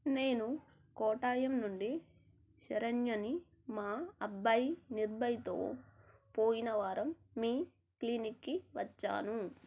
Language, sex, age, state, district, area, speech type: Telugu, female, 30-45, Telangana, Warangal, rural, read